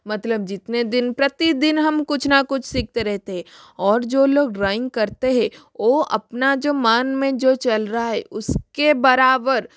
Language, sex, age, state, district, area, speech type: Hindi, female, 30-45, Rajasthan, Jodhpur, rural, spontaneous